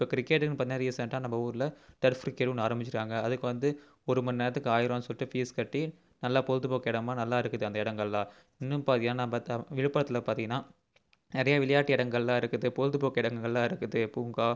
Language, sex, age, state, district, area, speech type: Tamil, male, 18-30, Tamil Nadu, Viluppuram, urban, spontaneous